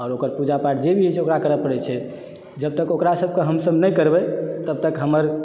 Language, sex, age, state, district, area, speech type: Maithili, male, 30-45, Bihar, Supaul, rural, spontaneous